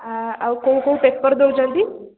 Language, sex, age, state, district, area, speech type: Odia, female, 18-30, Odisha, Puri, urban, conversation